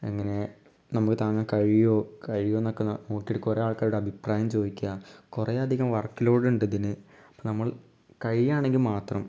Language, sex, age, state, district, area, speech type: Malayalam, male, 18-30, Kerala, Malappuram, rural, spontaneous